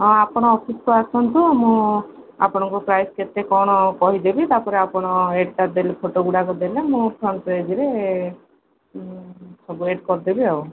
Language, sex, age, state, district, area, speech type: Odia, female, 45-60, Odisha, Koraput, urban, conversation